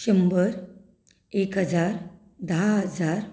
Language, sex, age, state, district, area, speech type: Goan Konkani, female, 30-45, Goa, Canacona, rural, spontaneous